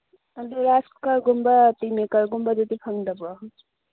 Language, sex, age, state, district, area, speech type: Manipuri, female, 30-45, Manipur, Churachandpur, rural, conversation